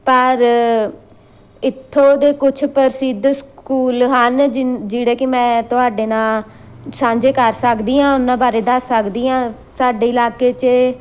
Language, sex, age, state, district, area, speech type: Punjabi, female, 30-45, Punjab, Amritsar, urban, spontaneous